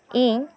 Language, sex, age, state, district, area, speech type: Santali, female, 30-45, West Bengal, Birbhum, rural, spontaneous